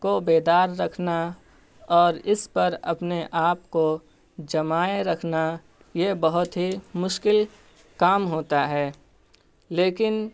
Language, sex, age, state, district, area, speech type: Urdu, male, 18-30, Bihar, Purnia, rural, spontaneous